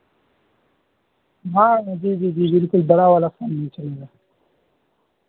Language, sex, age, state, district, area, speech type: Urdu, male, 18-30, Bihar, Khagaria, rural, conversation